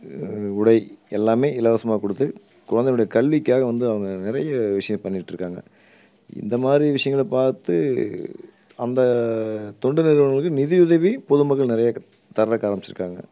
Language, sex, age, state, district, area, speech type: Tamil, male, 45-60, Tamil Nadu, Erode, urban, spontaneous